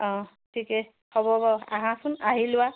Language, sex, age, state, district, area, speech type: Assamese, female, 45-60, Assam, Dibrugarh, rural, conversation